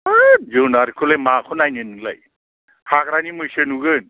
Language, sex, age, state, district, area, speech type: Bodo, male, 60+, Assam, Chirang, rural, conversation